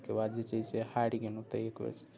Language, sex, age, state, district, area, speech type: Maithili, male, 30-45, Bihar, Muzaffarpur, urban, spontaneous